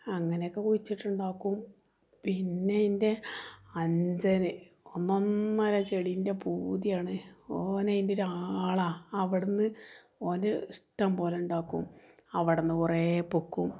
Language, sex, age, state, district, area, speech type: Malayalam, female, 45-60, Kerala, Malappuram, rural, spontaneous